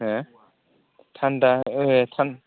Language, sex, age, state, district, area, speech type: Bodo, male, 45-60, Assam, Kokrajhar, urban, conversation